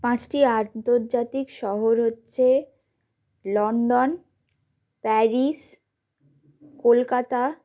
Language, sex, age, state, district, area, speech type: Bengali, female, 18-30, West Bengal, North 24 Parganas, rural, spontaneous